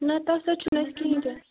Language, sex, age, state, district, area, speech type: Kashmiri, female, 45-60, Jammu and Kashmir, Baramulla, urban, conversation